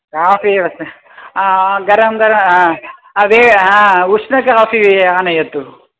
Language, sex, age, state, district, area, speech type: Sanskrit, female, 60+, Tamil Nadu, Chennai, urban, conversation